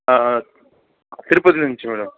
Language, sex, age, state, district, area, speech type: Telugu, female, 60+, Andhra Pradesh, Chittoor, rural, conversation